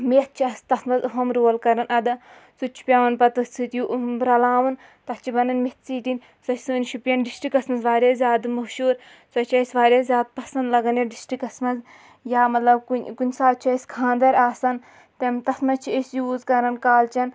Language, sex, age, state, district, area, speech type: Kashmiri, female, 30-45, Jammu and Kashmir, Shopian, rural, spontaneous